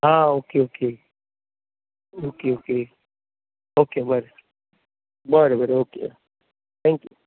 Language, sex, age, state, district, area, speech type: Goan Konkani, male, 30-45, Goa, Bardez, urban, conversation